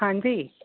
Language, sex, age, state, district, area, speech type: Sindhi, female, 45-60, Gujarat, Kutch, rural, conversation